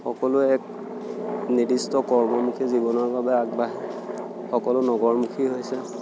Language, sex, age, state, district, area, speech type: Assamese, male, 30-45, Assam, Majuli, urban, spontaneous